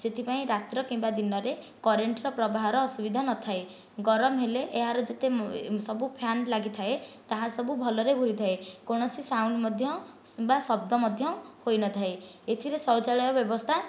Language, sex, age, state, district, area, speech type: Odia, female, 30-45, Odisha, Nayagarh, rural, spontaneous